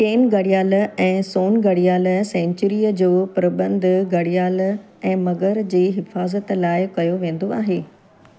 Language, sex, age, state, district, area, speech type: Sindhi, female, 45-60, Gujarat, Surat, urban, read